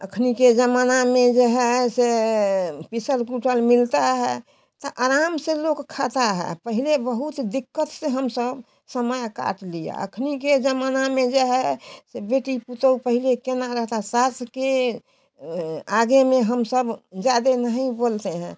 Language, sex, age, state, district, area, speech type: Hindi, female, 60+, Bihar, Samastipur, rural, spontaneous